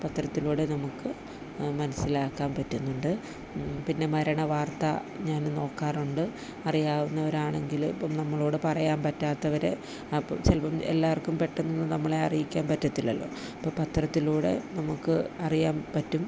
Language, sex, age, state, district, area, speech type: Malayalam, female, 30-45, Kerala, Idukki, rural, spontaneous